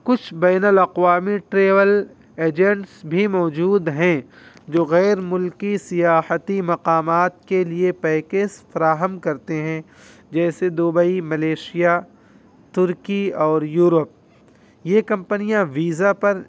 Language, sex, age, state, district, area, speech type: Urdu, male, 18-30, Uttar Pradesh, Muzaffarnagar, urban, spontaneous